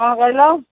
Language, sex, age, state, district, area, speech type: Odia, female, 60+, Odisha, Angul, rural, conversation